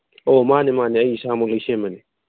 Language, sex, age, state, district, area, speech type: Manipuri, male, 30-45, Manipur, Kangpokpi, urban, conversation